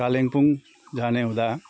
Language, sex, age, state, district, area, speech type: Nepali, male, 45-60, West Bengal, Jalpaiguri, urban, spontaneous